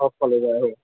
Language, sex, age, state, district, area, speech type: Marathi, male, 18-30, Maharashtra, Kolhapur, urban, conversation